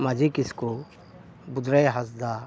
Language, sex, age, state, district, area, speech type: Santali, male, 60+, West Bengal, Dakshin Dinajpur, rural, spontaneous